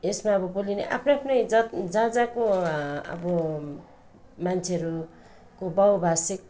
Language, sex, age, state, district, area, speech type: Nepali, female, 30-45, West Bengal, Darjeeling, rural, spontaneous